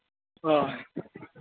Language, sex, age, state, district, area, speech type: Santali, male, 45-60, Jharkhand, East Singhbhum, rural, conversation